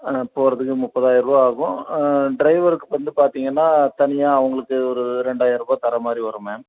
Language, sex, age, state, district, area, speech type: Tamil, male, 30-45, Tamil Nadu, Salem, rural, conversation